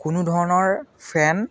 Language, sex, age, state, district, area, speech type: Assamese, male, 18-30, Assam, Biswanath, rural, spontaneous